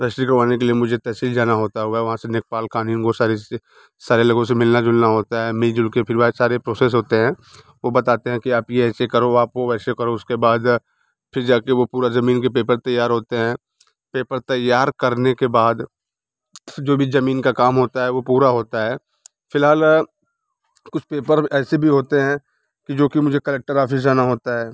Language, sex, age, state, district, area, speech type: Hindi, male, 45-60, Uttar Pradesh, Bhadohi, urban, spontaneous